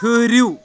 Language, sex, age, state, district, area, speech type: Kashmiri, male, 30-45, Jammu and Kashmir, Kulgam, urban, read